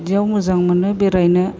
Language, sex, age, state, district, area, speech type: Bodo, female, 60+, Assam, Chirang, rural, spontaneous